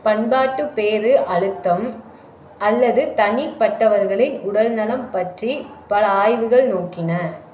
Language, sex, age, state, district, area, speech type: Tamil, female, 30-45, Tamil Nadu, Madurai, urban, read